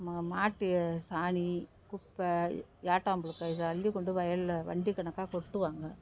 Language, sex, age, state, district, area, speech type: Tamil, female, 60+, Tamil Nadu, Thanjavur, rural, spontaneous